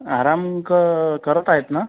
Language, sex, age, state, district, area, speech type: Marathi, male, 45-60, Maharashtra, Nagpur, urban, conversation